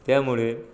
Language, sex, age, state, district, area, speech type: Marathi, male, 60+, Maharashtra, Nagpur, urban, spontaneous